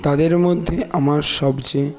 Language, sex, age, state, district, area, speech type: Bengali, male, 30-45, West Bengal, Bankura, urban, spontaneous